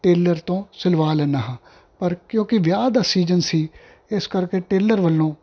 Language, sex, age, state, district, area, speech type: Punjabi, male, 45-60, Punjab, Ludhiana, urban, spontaneous